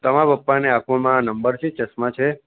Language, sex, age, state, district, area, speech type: Gujarati, male, 18-30, Gujarat, Aravalli, rural, conversation